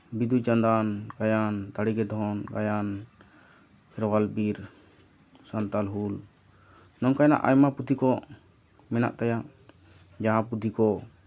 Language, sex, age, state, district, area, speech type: Santali, male, 30-45, West Bengal, Jhargram, rural, spontaneous